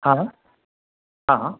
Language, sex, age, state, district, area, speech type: Marathi, male, 30-45, Maharashtra, Raigad, rural, conversation